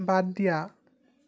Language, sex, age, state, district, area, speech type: Assamese, male, 18-30, Assam, Jorhat, urban, read